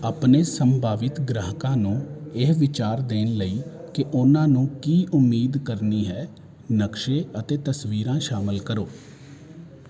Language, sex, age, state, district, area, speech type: Punjabi, male, 30-45, Punjab, Jalandhar, urban, read